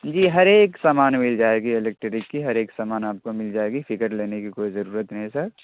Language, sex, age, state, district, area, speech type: Urdu, male, 30-45, Bihar, Darbhanga, urban, conversation